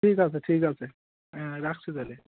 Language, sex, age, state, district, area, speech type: Bengali, male, 45-60, West Bengal, Cooch Behar, urban, conversation